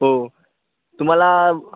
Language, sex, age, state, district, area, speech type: Marathi, male, 18-30, Maharashtra, Thane, urban, conversation